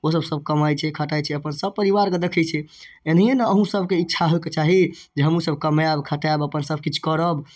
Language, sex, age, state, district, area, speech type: Maithili, male, 18-30, Bihar, Darbhanga, rural, spontaneous